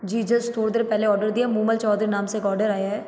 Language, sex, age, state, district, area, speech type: Hindi, female, 30-45, Rajasthan, Jodhpur, urban, spontaneous